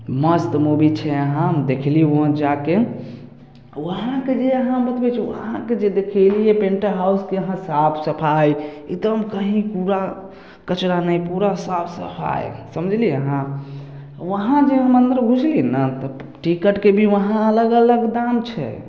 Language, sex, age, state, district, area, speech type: Maithili, male, 18-30, Bihar, Samastipur, rural, spontaneous